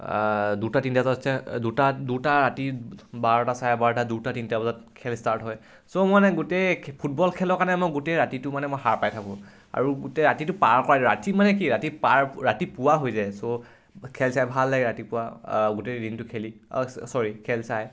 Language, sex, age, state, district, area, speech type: Assamese, male, 18-30, Assam, Charaideo, urban, spontaneous